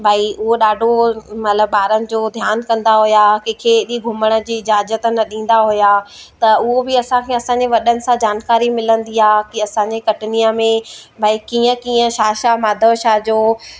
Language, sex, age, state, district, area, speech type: Sindhi, female, 30-45, Madhya Pradesh, Katni, urban, spontaneous